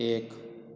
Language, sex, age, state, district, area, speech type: Hindi, male, 18-30, Bihar, Darbhanga, rural, read